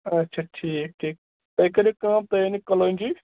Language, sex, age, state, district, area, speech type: Kashmiri, male, 18-30, Jammu and Kashmir, Budgam, rural, conversation